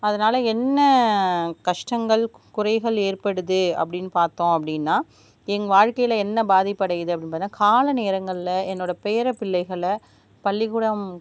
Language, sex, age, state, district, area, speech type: Tamil, female, 60+, Tamil Nadu, Mayiladuthurai, rural, spontaneous